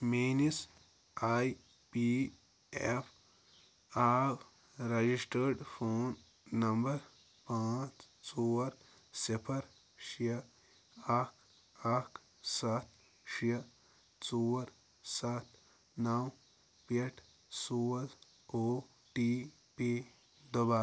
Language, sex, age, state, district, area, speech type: Kashmiri, male, 45-60, Jammu and Kashmir, Ganderbal, rural, read